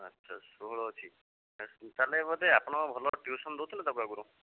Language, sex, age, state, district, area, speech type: Odia, male, 45-60, Odisha, Jajpur, rural, conversation